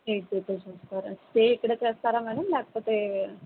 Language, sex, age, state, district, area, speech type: Telugu, female, 18-30, Andhra Pradesh, Kakinada, urban, conversation